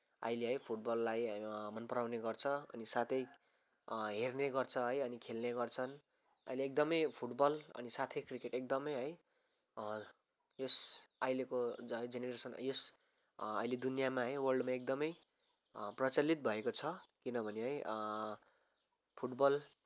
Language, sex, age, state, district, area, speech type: Nepali, male, 18-30, West Bengal, Kalimpong, rural, spontaneous